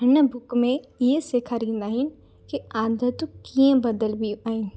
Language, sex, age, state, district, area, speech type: Sindhi, female, 18-30, Gujarat, Junagadh, urban, spontaneous